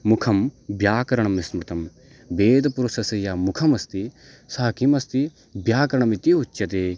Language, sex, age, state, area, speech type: Sanskrit, male, 18-30, Uttarakhand, rural, spontaneous